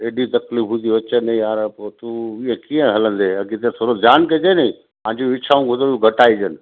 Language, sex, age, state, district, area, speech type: Sindhi, male, 60+, Gujarat, Surat, urban, conversation